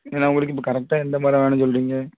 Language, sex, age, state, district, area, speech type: Tamil, male, 30-45, Tamil Nadu, Thoothukudi, rural, conversation